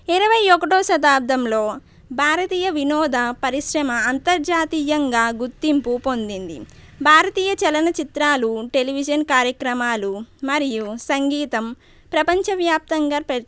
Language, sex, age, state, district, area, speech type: Telugu, female, 18-30, Andhra Pradesh, Konaseema, urban, spontaneous